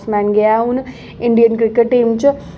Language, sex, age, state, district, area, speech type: Dogri, female, 18-30, Jammu and Kashmir, Jammu, urban, spontaneous